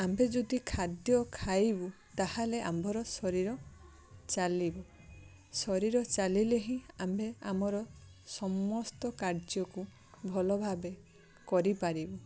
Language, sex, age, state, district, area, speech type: Odia, female, 30-45, Odisha, Balasore, rural, spontaneous